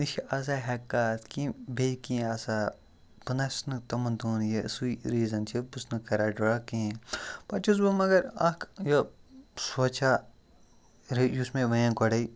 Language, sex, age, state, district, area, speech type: Kashmiri, male, 30-45, Jammu and Kashmir, Kupwara, rural, spontaneous